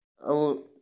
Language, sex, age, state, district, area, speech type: Odia, male, 18-30, Odisha, Kalahandi, rural, spontaneous